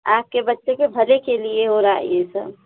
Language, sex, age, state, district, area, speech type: Hindi, female, 18-30, Uttar Pradesh, Azamgarh, urban, conversation